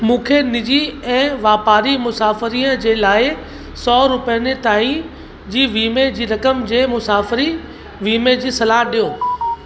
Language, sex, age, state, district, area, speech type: Sindhi, male, 30-45, Uttar Pradesh, Lucknow, rural, read